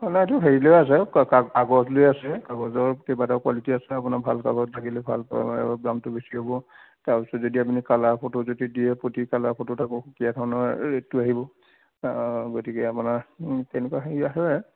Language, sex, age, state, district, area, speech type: Assamese, male, 60+, Assam, Majuli, urban, conversation